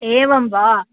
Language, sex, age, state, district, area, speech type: Sanskrit, female, 45-60, Andhra Pradesh, Nellore, urban, conversation